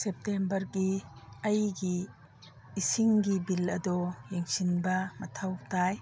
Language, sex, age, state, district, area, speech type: Manipuri, female, 45-60, Manipur, Churachandpur, urban, read